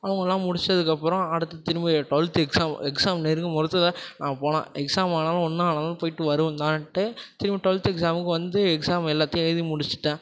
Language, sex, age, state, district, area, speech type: Tamil, male, 18-30, Tamil Nadu, Tiruvarur, rural, spontaneous